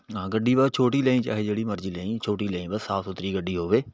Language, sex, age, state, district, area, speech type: Punjabi, male, 30-45, Punjab, Patiala, rural, spontaneous